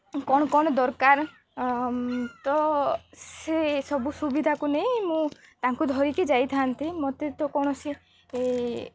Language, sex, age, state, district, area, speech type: Odia, female, 18-30, Odisha, Nabarangpur, urban, spontaneous